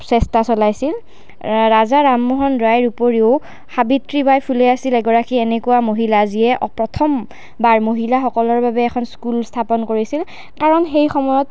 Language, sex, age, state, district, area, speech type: Assamese, female, 18-30, Assam, Nalbari, rural, spontaneous